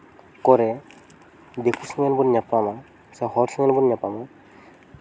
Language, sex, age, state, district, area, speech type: Santali, male, 18-30, West Bengal, Purba Bardhaman, rural, spontaneous